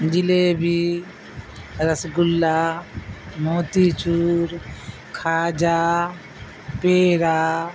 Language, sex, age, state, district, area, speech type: Urdu, female, 60+, Bihar, Darbhanga, rural, spontaneous